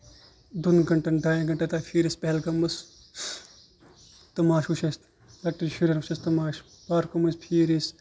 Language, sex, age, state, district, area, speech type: Kashmiri, male, 18-30, Jammu and Kashmir, Kupwara, rural, spontaneous